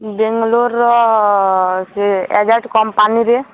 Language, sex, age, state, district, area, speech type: Odia, female, 18-30, Odisha, Balangir, urban, conversation